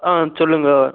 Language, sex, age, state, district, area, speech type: Tamil, male, 18-30, Tamil Nadu, Pudukkottai, rural, conversation